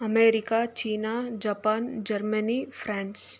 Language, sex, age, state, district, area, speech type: Kannada, female, 18-30, Karnataka, Chitradurga, rural, spontaneous